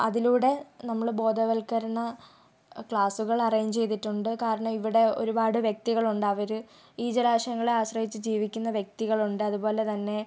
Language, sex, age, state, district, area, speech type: Malayalam, female, 18-30, Kerala, Thiruvananthapuram, rural, spontaneous